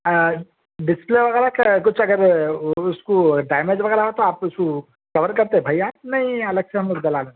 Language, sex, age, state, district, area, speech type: Urdu, male, 30-45, Telangana, Hyderabad, urban, conversation